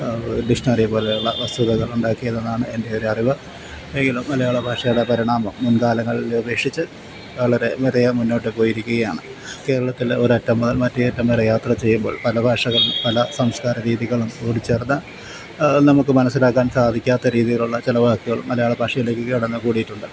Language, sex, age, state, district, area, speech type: Malayalam, male, 45-60, Kerala, Alappuzha, rural, spontaneous